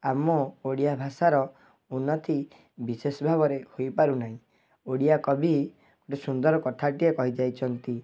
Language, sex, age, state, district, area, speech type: Odia, male, 18-30, Odisha, Kendujhar, urban, spontaneous